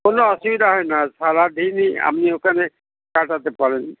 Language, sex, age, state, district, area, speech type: Bengali, male, 60+, West Bengal, Dakshin Dinajpur, rural, conversation